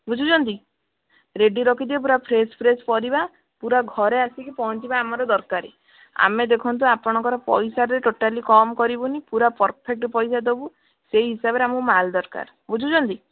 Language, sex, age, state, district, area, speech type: Odia, female, 30-45, Odisha, Bhadrak, rural, conversation